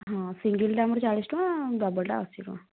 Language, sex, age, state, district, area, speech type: Odia, female, 18-30, Odisha, Kendujhar, urban, conversation